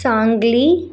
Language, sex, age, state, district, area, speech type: Sindhi, female, 30-45, Maharashtra, Mumbai Suburban, urban, spontaneous